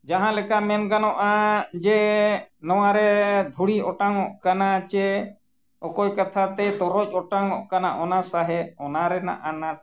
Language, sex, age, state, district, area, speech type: Santali, male, 60+, Jharkhand, Bokaro, rural, spontaneous